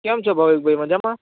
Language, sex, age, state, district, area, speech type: Gujarati, male, 18-30, Gujarat, Anand, rural, conversation